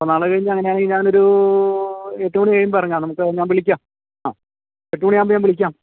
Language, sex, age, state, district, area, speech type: Malayalam, male, 60+, Kerala, Idukki, rural, conversation